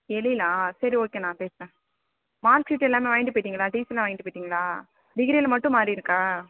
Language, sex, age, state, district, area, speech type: Tamil, female, 18-30, Tamil Nadu, Tiruvarur, rural, conversation